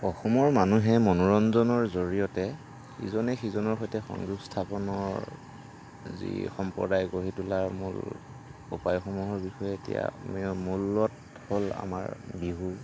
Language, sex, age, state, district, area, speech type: Assamese, male, 45-60, Assam, Kamrup Metropolitan, urban, spontaneous